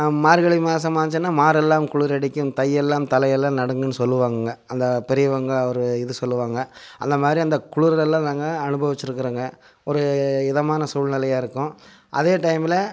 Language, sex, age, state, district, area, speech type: Tamil, male, 60+, Tamil Nadu, Coimbatore, rural, spontaneous